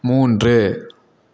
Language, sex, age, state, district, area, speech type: Tamil, male, 18-30, Tamil Nadu, Salem, rural, read